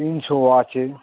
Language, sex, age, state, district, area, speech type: Bengali, male, 60+, West Bengal, Hooghly, rural, conversation